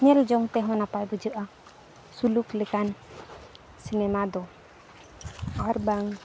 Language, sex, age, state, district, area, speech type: Santali, female, 30-45, Jharkhand, East Singhbhum, rural, spontaneous